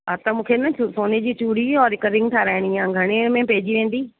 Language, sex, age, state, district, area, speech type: Sindhi, female, 45-60, Delhi, South Delhi, rural, conversation